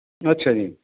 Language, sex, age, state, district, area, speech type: Punjabi, male, 45-60, Punjab, Shaheed Bhagat Singh Nagar, urban, conversation